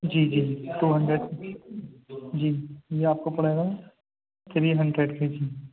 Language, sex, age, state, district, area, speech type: Urdu, male, 18-30, Delhi, Central Delhi, urban, conversation